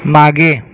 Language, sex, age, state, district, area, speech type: Marathi, male, 18-30, Maharashtra, Nagpur, urban, read